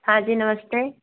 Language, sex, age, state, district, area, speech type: Hindi, female, 45-60, Uttar Pradesh, Mau, urban, conversation